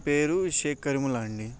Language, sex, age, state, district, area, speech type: Telugu, male, 18-30, Andhra Pradesh, Bapatla, urban, spontaneous